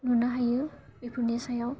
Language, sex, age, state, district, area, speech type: Bodo, female, 18-30, Assam, Udalguri, rural, spontaneous